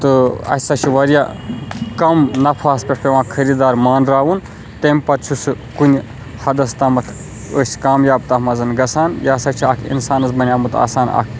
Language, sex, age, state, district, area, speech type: Kashmiri, male, 30-45, Jammu and Kashmir, Baramulla, rural, spontaneous